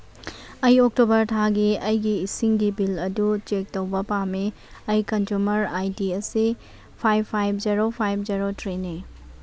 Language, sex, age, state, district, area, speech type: Manipuri, female, 18-30, Manipur, Churachandpur, rural, read